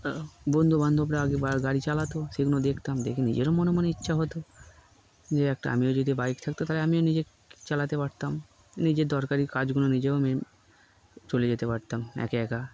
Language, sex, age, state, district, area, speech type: Bengali, male, 18-30, West Bengal, Darjeeling, urban, spontaneous